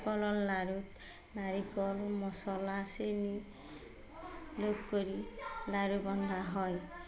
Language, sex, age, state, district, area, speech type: Assamese, female, 45-60, Assam, Darrang, rural, spontaneous